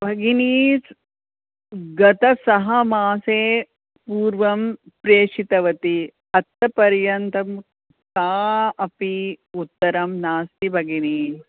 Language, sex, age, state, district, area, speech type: Sanskrit, female, 60+, Karnataka, Bangalore Urban, urban, conversation